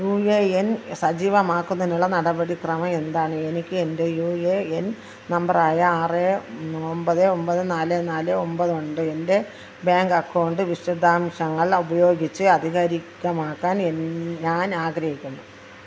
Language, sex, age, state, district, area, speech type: Malayalam, female, 45-60, Kerala, Thiruvananthapuram, rural, read